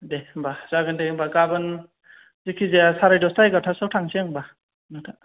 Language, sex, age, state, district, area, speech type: Bodo, male, 30-45, Assam, Chirang, rural, conversation